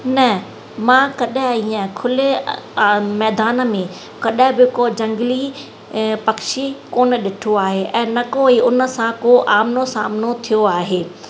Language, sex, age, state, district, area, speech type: Sindhi, female, 30-45, Rajasthan, Ajmer, urban, spontaneous